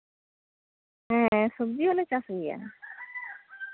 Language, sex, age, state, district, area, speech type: Santali, female, 30-45, West Bengal, Bankura, rural, conversation